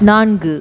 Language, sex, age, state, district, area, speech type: Tamil, female, 18-30, Tamil Nadu, Pudukkottai, urban, read